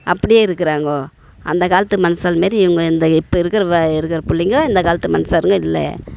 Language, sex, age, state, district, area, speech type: Tamil, female, 45-60, Tamil Nadu, Tiruvannamalai, urban, spontaneous